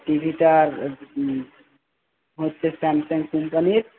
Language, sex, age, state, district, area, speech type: Bengali, male, 18-30, West Bengal, Paschim Medinipur, rural, conversation